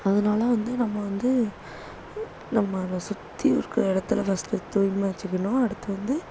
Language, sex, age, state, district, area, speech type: Tamil, female, 18-30, Tamil Nadu, Thoothukudi, urban, spontaneous